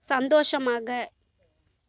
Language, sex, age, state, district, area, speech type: Tamil, female, 18-30, Tamil Nadu, Kallakurichi, rural, read